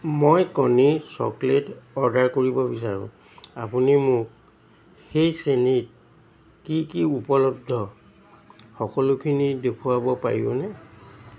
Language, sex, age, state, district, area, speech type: Assamese, male, 60+, Assam, Charaideo, urban, read